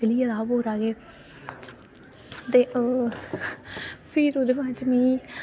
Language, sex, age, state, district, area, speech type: Dogri, female, 18-30, Jammu and Kashmir, Samba, rural, spontaneous